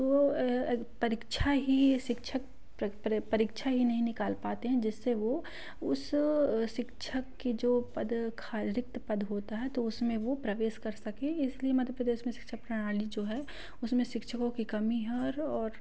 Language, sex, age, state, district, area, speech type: Hindi, female, 18-30, Madhya Pradesh, Katni, urban, spontaneous